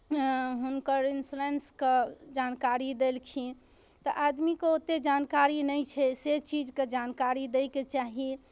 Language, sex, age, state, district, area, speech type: Maithili, female, 30-45, Bihar, Darbhanga, urban, spontaneous